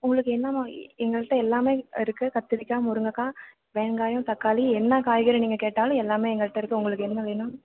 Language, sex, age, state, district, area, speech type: Tamil, female, 18-30, Tamil Nadu, Perambalur, rural, conversation